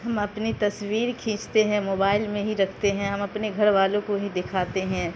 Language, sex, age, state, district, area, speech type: Urdu, female, 45-60, Bihar, Khagaria, rural, spontaneous